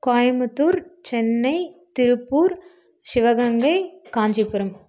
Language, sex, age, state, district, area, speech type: Tamil, female, 18-30, Tamil Nadu, Coimbatore, rural, spontaneous